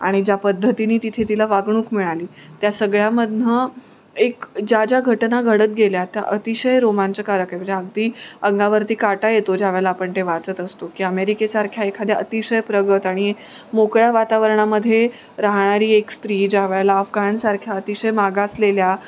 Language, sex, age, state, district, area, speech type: Marathi, female, 30-45, Maharashtra, Nanded, rural, spontaneous